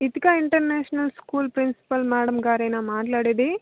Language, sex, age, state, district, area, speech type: Telugu, female, 18-30, Andhra Pradesh, Nellore, rural, conversation